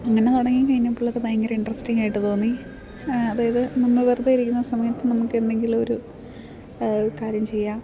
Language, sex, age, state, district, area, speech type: Malayalam, female, 30-45, Kerala, Idukki, rural, spontaneous